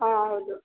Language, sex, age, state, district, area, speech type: Kannada, female, 18-30, Karnataka, Chitradurga, rural, conversation